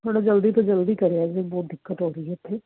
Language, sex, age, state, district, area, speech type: Punjabi, female, 30-45, Punjab, Fazilka, rural, conversation